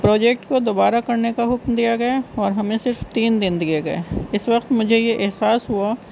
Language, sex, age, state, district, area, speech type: Urdu, female, 45-60, Uttar Pradesh, Rampur, urban, spontaneous